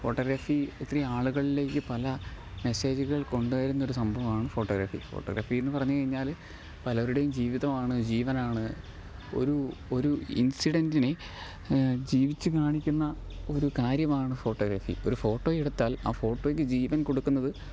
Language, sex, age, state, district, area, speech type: Malayalam, male, 18-30, Kerala, Pathanamthitta, rural, spontaneous